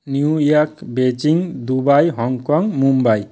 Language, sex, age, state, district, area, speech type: Bengali, male, 30-45, West Bengal, South 24 Parganas, rural, spontaneous